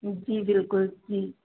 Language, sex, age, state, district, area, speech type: Hindi, female, 30-45, Madhya Pradesh, Hoshangabad, urban, conversation